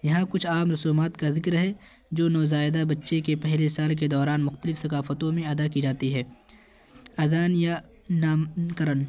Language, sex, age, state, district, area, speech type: Urdu, male, 18-30, Uttar Pradesh, Balrampur, rural, spontaneous